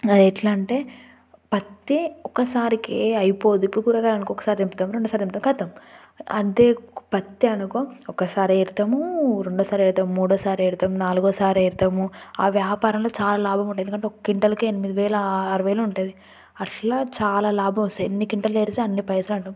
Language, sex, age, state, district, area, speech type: Telugu, female, 18-30, Telangana, Yadadri Bhuvanagiri, rural, spontaneous